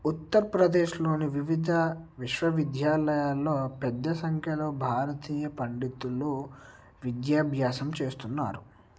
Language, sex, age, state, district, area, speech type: Telugu, male, 18-30, Telangana, Mancherial, rural, read